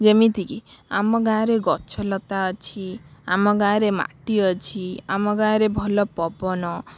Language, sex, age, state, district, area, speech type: Odia, female, 18-30, Odisha, Bhadrak, rural, spontaneous